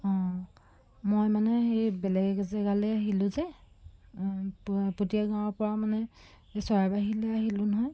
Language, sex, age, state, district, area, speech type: Assamese, female, 30-45, Assam, Jorhat, urban, spontaneous